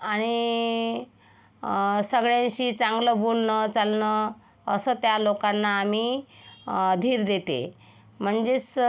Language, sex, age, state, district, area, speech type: Marathi, female, 45-60, Maharashtra, Yavatmal, rural, spontaneous